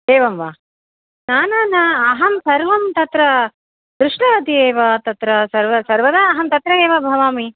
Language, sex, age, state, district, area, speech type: Sanskrit, female, 45-60, Tamil Nadu, Chennai, urban, conversation